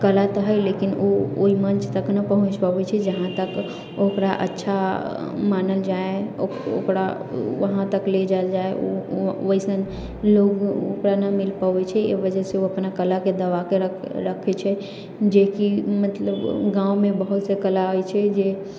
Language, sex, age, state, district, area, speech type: Maithili, female, 18-30, Bihar, Sitamarhi, rural, spontaneous